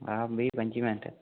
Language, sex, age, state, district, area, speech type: Dogri, male, 18-30, Jammu and Kashmir, Udhampur, rural, conversation